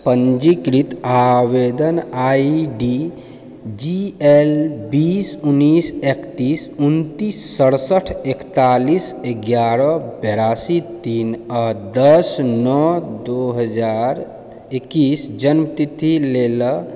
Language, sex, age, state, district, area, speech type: Maithili, male, 30-45, Bihar, Purnia, rural, read